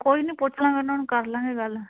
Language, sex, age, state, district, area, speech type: Punjabi, female, 30-45, Punjab, Muktsar, urban, conversation